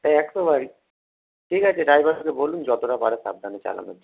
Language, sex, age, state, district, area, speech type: Bengali, male, 30-45, West Bengal, Howrah, urban, conversation